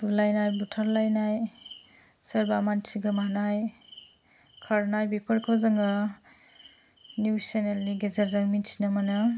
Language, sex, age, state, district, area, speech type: Bodo, female, 45-60, Assam, Chirang, rural, spontaneous